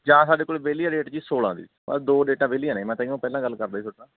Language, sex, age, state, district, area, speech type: Punjabi, male, 30-45, Punjab, Barnala, rural, conversation